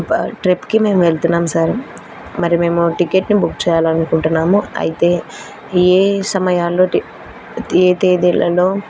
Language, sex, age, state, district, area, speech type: Telugu, female, 18-30, Andhra Pradesh, Kurnool, rural, spontaneous